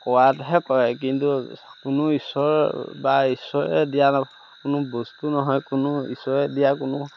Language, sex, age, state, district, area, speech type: Assamese, male, 30-45, Assam, Majuli, urban, spontaneous